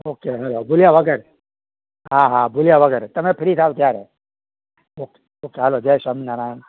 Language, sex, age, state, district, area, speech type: Gujarati, male, 60+, Gujarat, Rajkot, rural, conversation